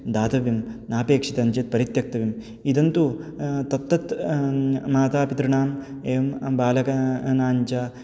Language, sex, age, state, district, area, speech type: Sanskrit, male, 18-30, Karnataka, Bangalore Urban, urban, spontaneous